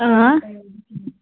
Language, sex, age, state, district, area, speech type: Kashmiri, female, 18-30, Jammu and Kashmir, Budgam, rural, conversation